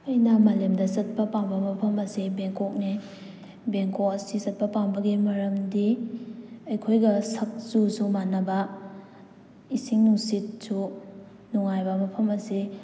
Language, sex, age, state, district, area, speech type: Manipuri, female, 18-30, Manipur, Kakching, rural, spontaneous